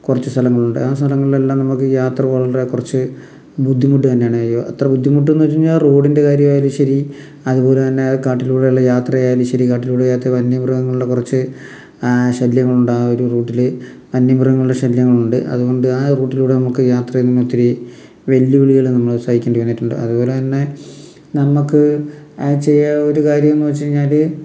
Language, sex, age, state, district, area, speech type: Malayalam, male, 45-60, Kerala, Palakkad, rural, spontaneous